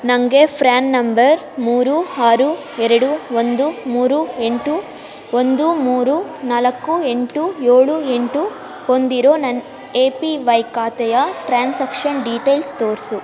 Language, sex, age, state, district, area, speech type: Kannada, female, 18-30, Karnataka, Kolar, rural, read